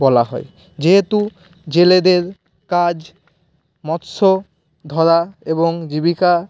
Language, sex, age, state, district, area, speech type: Bengali, male, 30-45, West Bengal, Purba Medinipur, rural, spontaneous